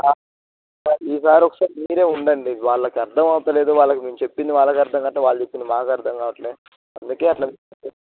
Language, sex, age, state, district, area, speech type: Telugu, male, 18-30, Telangana, Siddipet, rural, conversation